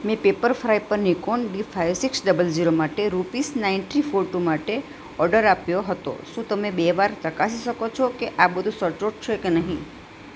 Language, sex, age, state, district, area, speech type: Gujarati, female, 60+, Gujarat, Ahmedabad, urban, read